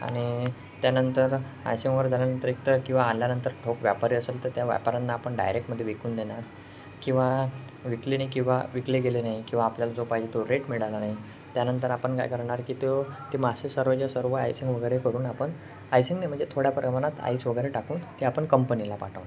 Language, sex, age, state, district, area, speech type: Marathi, male, 18-30, Maharashtra, Ratnagiri, rural, spontaneous